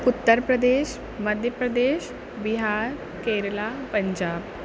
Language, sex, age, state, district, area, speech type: Urdu, female, 18-30, Uttar Pradesh, Aligarh, urban, spontaneous